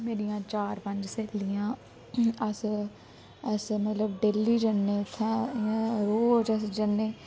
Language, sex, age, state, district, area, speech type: Dogri, female, 30-45, Jammu and Kashmir, Udhampur, rural, spontaneous